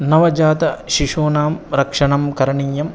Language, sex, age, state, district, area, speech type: Sanskrit, male, 30-45, Telangana, Ranga Reddy, urban, spontaneous